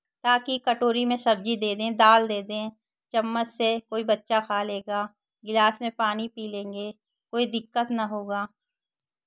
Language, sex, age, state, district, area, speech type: Hindi, female, 30-45, Uttar Pradesh, Chandauli, rural, spontaneous